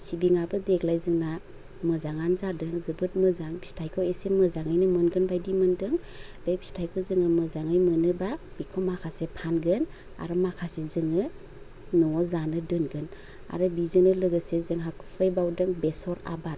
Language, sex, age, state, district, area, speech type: Bodo, female, 30-45, Assam, Chirang, rural, spontaneous